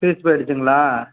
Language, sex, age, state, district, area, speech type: Tamil, male, 30-45, Tamil Nadu, Kallakurichi, rural, conversation